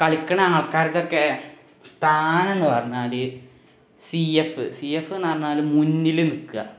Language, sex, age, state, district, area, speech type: Malayalam, male, 18-30, Kerala, Malappuram, rural, spontaneous